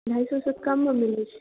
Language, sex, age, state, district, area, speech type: Maithili, female, 18-30, Bihar, Darbhanga, rural, conversation